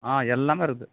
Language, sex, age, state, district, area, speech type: Tamil, male, 60+, Tamil Nadu, Kallakurichi, rural, conversation